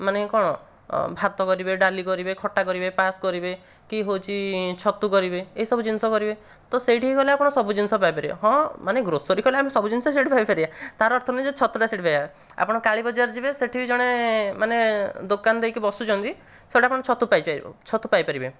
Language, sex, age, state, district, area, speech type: Odia, male, 30-45, Odisha, Dhenkanal, rural, spontaneous